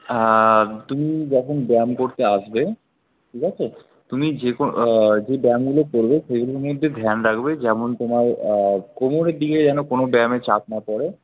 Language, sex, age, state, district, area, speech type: Bengali, male, 60+, West Bengal, Purulia, urban, conversation